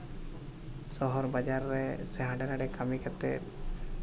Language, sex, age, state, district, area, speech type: Santali, male, 30-45, Jharkhand, East Singhbhum, rural, spontaneous